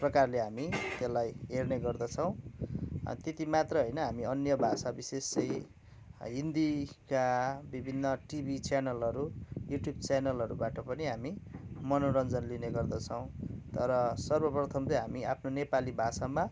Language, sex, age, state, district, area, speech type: Nepali, male, 30-45, West Bengal, Kalimpong, rural, spontaneous